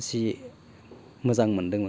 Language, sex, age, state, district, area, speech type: Bodo, male, 45-60, Assam, Baksa, rural, spontaneous